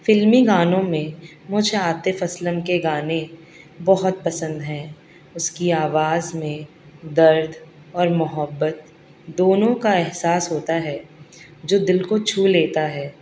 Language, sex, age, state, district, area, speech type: Urdu, female, 30-45, Delhi, South Delhi, urban, spontaneous